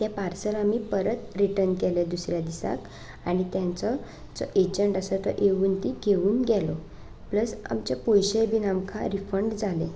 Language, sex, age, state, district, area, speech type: Goan Konkani, female, 18-30, Goa, Canacona, rural, spontaneous